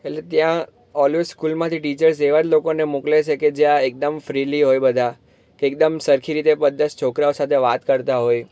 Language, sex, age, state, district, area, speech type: Gujarati, male, 18-30, Gujarat, Surat, urban, spontaneous